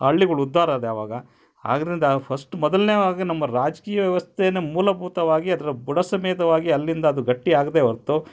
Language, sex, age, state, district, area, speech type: Kannada, male, 30-45, Karnataka, Chitradurga, rural, spontaneous